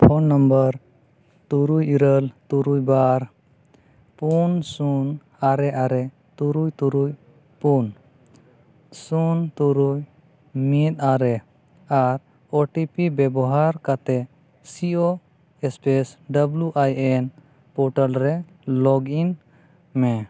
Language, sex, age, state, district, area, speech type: Santali, male, 30-45, Jharkhand, East Singhbhum, rural, read